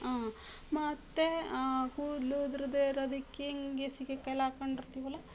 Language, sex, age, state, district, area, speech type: Kannada, female, 45-60, Karnataka, Mysore, rural, spontaneous